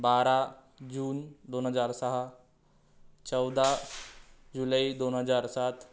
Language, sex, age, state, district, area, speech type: Marathi, male, 18-30, Maharashtra, Wardha, urban, spontaneous